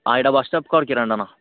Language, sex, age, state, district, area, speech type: Telugu, male, 18-30, Telangana, Vikarabad, urban, conversation